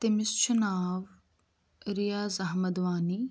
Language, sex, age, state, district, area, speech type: Kashmiri, female, 18-30, Jammu and Kashmir, Pulwama, rural, spontaneous